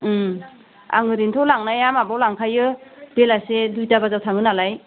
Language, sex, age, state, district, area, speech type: Bodo, female, 45-60, Assam, Udalguri, rural, conversation